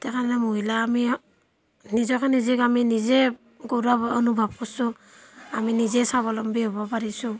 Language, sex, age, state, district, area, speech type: Assamese, female, 30-45, Assam, Barpeta, rural, spontaneous